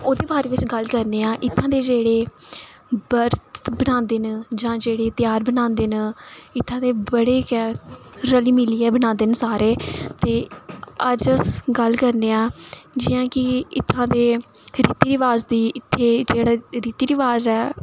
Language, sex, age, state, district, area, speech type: Dogri, female, 18-30, Jammu and Kashmir, Reasi, rural, spontaneous